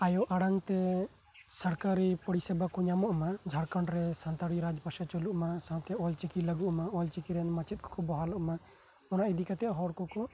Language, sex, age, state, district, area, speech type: Santali, male, 18-30, West Bengal, Birbhum, rural, spontaneous